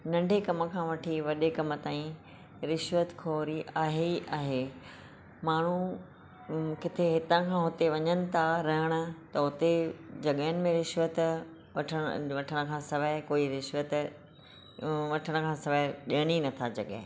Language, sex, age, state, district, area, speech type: Sindhi, female, 45-60, Maharashtra, Thane, urban, spontaneous